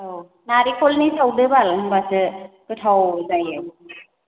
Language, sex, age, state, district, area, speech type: Bodo, female, 30-45, Assam, Kokrajhar, urban, conversation